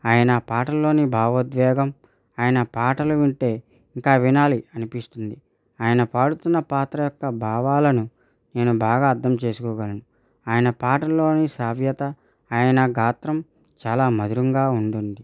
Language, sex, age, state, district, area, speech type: Telugu, male, 30-45, Andhra Pradesh, East Godavari, rural, spontaneous